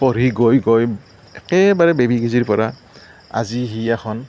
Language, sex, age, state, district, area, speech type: Assamese, male, 60+, Assam, Morigaon, rural, spontaneous